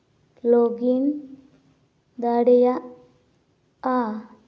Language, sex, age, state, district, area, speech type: Santali, female, 18-30, West Bengal, Purba Bardhaman, rural, read